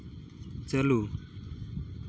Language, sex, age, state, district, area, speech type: Santali, male, 18-30, West Bengal, Uttar Dinajpur, rural, read